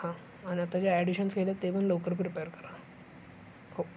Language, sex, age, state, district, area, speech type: Marathi, male, 18-30, Maharashtra, Sangli, urban, spontaneous